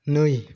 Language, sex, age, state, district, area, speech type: Bodo, male, 30-45, Assam, Kokrajhar, rural, read